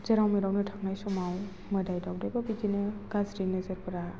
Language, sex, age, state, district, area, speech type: Bodo, female, 18-30, Assam, Baksa, rural, spontaneous